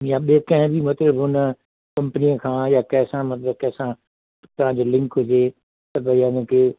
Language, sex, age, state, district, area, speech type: Sindhi, male, 60+, Delhi, South Delhi, rural, conversation